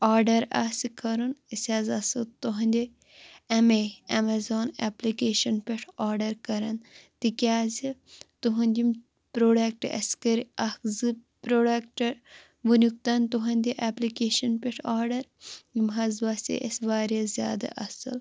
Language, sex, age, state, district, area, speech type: Kashmiri, female, 18-30, Jammu and Kashmir, Shopian, rural, spontaneous